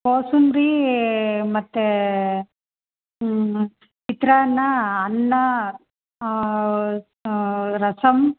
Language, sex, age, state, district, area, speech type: Kannada, female, 30-45, Karnataka, Chitradurga, urban, conversation